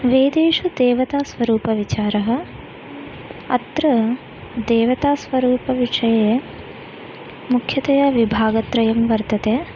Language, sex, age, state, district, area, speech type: Sanskrit, female, 18-30, Telangana, Hyderabad, urban, spontaneous